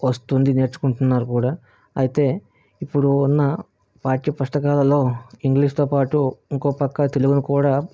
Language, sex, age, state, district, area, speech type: Telugu, male, 18-30, Andhra Pradesh, Vizianagaram, rural, spontaneous